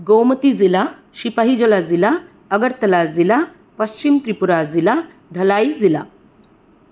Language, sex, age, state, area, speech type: Sanskrit, female, 30-45, Tripura, urban, spontaneous